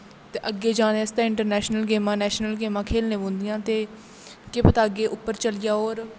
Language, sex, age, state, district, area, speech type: Dogri, female, 18-30, Jammu and Kashmir, Kathua, rural, spontaneous